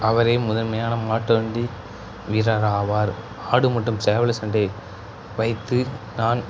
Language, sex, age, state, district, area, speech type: Tamil, male, 30-45, Tamil Nadu, Tiruchirappalli, rural, spontaneous